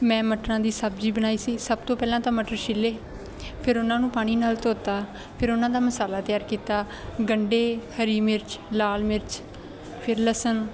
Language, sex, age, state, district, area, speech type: Punjabi, female, 18-30, Punjab, Bathinda, rural, spontaneous